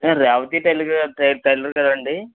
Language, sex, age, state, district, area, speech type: Telugu, male, 45-60, Andhra Pradesh, West Godavari, rural, conversation